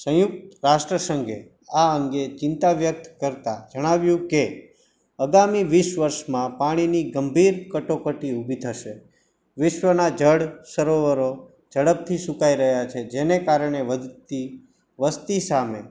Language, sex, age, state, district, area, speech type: Gujarati, male, 45-60, Gujarat, Morbi, rural, spontaneous